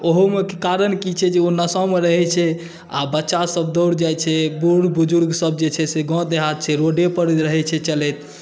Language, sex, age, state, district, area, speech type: Maithili, male, 30-45, Bihar, Saharsa, rural, spontaneous